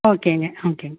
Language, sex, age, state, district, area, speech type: Tamil, female, 45-60, Tamil Nadu, Erode, rural, conversation